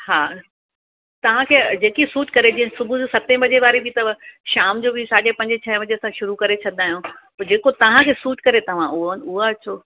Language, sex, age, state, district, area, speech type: Sindhi, female, 45-60, Uttar Pradesh, Lucknow, urban, conversation